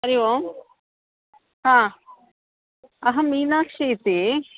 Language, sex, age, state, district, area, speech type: Sanskrit, female, 45-60, Karnataka, Bangalore Urban, urban, conversation